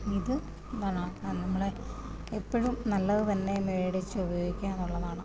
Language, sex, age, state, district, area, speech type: Malayalam, female, 30-45, Kerala, Pathanamthitta, rural, spontaneous